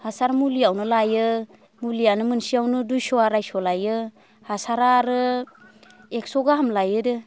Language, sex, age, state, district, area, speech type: Bodo, female, 30-45, Assam, Baksa, rural, spontaneous